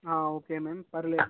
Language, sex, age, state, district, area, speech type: Telugu, male, 60+, Andhra Pradesh, Visakhapatnam, urban, conversation